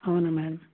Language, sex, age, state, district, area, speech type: Telugu, male, 18-30, Andhra Pradesh, Krishna, rural, conversation